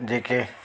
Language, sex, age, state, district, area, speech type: Sindhi, male, 30-45, Delhi, South Delhi, urban, spontaneous